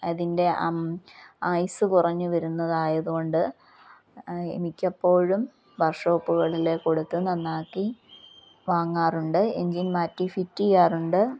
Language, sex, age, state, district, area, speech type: Malayalam, female, 30-45, Kerala, Palakkad, rural, spontaneous